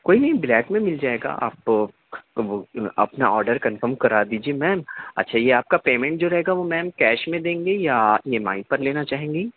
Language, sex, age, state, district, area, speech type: Urdu, male, 18-30, Delhi, South Delhi, urban, conversation